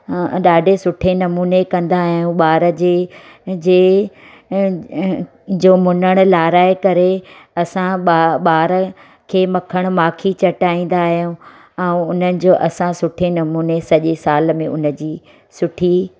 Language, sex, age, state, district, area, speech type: Sindhi, female, 45-60, Gujarat, Surat, urban, spontaneous